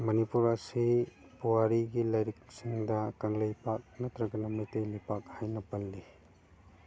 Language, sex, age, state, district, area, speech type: Manipuri, male, 45-60, Manipur, Churachandpur, urban, read